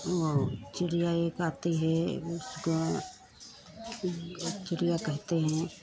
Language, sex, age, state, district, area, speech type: Hindi, female, 60+, Uttar Pradesh, Lucknow, rural, spontaneous